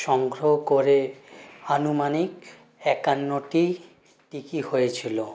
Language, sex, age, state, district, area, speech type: Bengali, male, 30-45, West Bengal, Purulia, urban, spontaneous